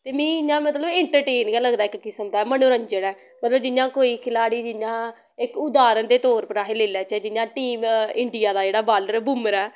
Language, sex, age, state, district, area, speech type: Dogri, female, 18-30, Jammu and Kashmir, Samba, rural, spontaneous